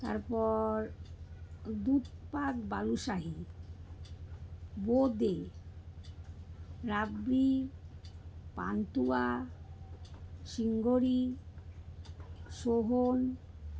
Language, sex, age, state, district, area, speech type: Bengali, female, 45-60, West Bengal, Alipurduar, rural, spontaneous